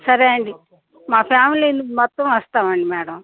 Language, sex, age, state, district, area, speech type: Telugu, female, 45-60, Andhra Pradesh, Bapatla, urban, conversation